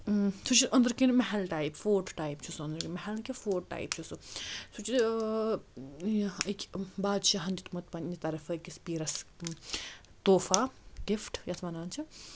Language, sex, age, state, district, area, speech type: Kashmiri, female, 30-45, Jammu and Kashmir, Srinagar, urban, spontaneous